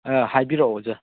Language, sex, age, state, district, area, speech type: Manipuri, male, 60+, Manipur, Chandel, rural, conversation